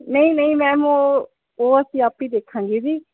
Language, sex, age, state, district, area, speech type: Punjabi, female, 18-30, Punjab, Barnala, urban, conversation